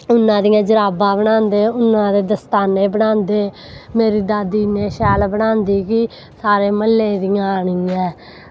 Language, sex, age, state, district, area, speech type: Dogri, female, 18-30, Jammu and Kashmir, Samba, rural, spontaneous